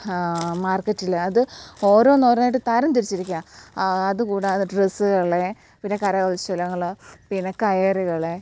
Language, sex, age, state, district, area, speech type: Malayalam, female, 18-30, Kerala, Alappuzha, rural, spontaneous